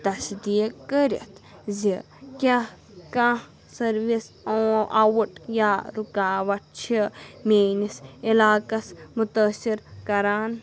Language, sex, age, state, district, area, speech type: Kashmiri, female, 30-45, Jammu and Kashmir, Anantnag, urban, read